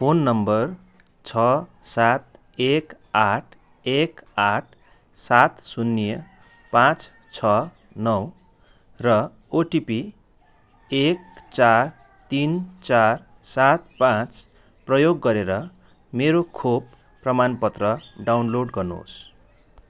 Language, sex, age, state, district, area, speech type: Nepali, male, 45-60, West Bengal, Darjeeling, rural, read